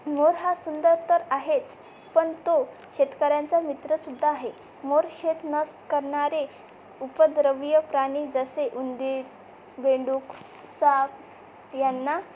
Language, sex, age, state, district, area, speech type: Marathi, female, 18-30, Maharashtra, Amravati, urban, spontaneous